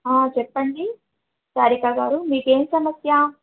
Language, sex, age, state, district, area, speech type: Telugu, female, 30-45, Telangana, Khammam, urban, conversation